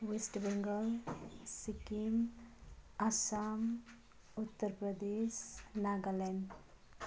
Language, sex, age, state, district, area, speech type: Nepali, female, 30-45, West Bengal, Jalpaiguri, rural, spontaneous